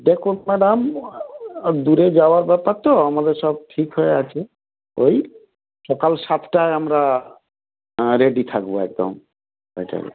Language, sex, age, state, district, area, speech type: Bengali, male, 45-60, West Bengal, Dakshin Dinajpur, rural, conversation